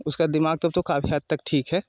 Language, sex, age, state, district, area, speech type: Hindi, male, 30-45, Uttar Pradesh, Jaunpur, rural, spontaneous